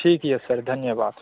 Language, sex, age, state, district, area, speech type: Maithili, male, 60+, Bihar, Saharsa, urban, conversation